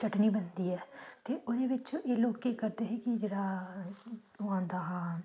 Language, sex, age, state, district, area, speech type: Dogri, female, 18-30, Jammu and Kashmir, Samba, rural, spontaneous